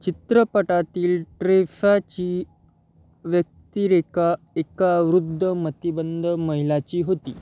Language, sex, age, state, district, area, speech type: Marathi, male, 18-30, Maharashtra, Yavatmal, rural, read